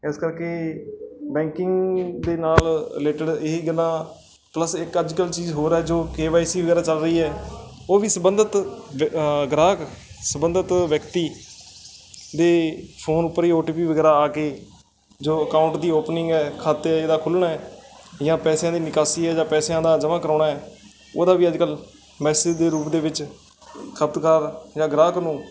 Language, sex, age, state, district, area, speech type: Punjabi, male, 30-45, Punjab, Mansa, urban, spontaneous